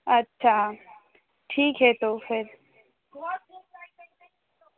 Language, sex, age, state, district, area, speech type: Hindi, female, 18-30, Madhya Pradesh, Seoni, urban, conversation